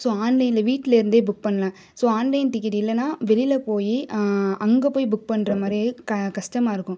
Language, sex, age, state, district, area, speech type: Tamil, female, 18-30, Tamil Nadu, Sivaganga, rural, spontaneous